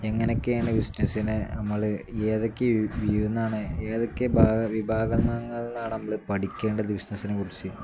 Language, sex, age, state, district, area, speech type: Malayalam, male, 18-30, Kerala, Malappuram, rural, spontaneous